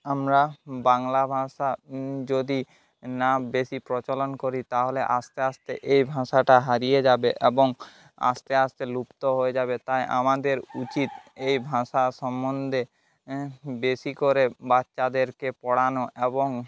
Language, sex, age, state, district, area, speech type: Bengali, male, 18-30, West Bengal, Jhargram, rural, spontaneous